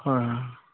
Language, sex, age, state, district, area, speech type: Assamese, male, 30-45, Assam, Charaideo, rural, conversation